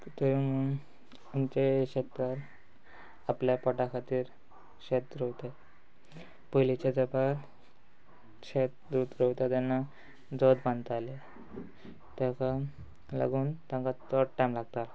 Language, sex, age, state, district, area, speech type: Goan Konkani, male, 18-30, Goa, Quepem, rural, spontaneous